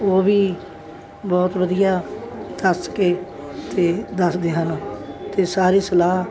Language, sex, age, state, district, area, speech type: Punjabi, female, 60+, Punjab, Bathinda, urban, spontaneous